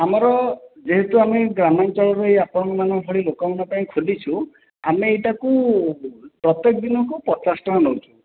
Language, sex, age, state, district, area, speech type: Odia, male, 45-60, Odisha, Khordha, rural, conversation